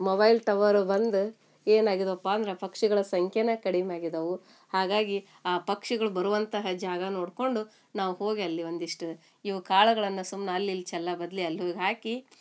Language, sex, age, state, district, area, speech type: Kannada, female, 45-60, Karnataka, Gadag, rural, spontaneous